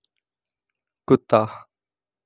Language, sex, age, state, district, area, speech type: Dogri, male, 18-30, Jammu and Kashmir, Samba, urban, read